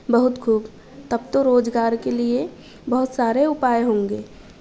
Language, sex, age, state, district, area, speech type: Hindi, female, 18-30, Madhya Pradesh, Chhindwara, urban, read